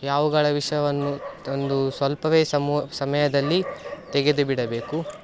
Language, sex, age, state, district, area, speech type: Kannada, male, 18-30, Karnataka, Dakshina Kannada, rural, spontaneous